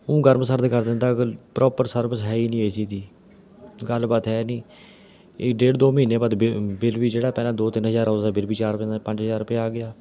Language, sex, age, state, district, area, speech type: Punjabi, male, 30-45, Punjab, Rupnagar, rural, spontaneous